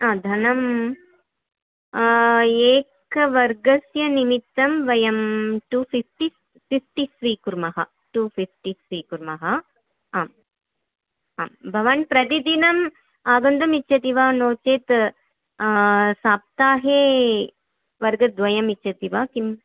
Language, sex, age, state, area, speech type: Sanskrit, female, 30-45, Tamil Nadu, urban, conversation